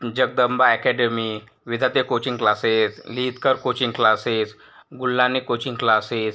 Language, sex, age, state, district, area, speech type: Marathi, male, 18-30, Maharashtra, Yavatmal, rural, spontaneous